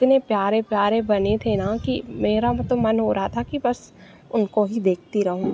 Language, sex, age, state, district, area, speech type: Hindi, female, 18-30, Madhya Pradesh, Narsinghpur, urban, spontaneous